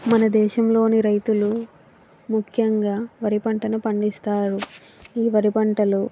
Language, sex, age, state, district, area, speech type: Telugu, female, 45-60, Andhra Pradesh, East Godavari, rural, spontaneous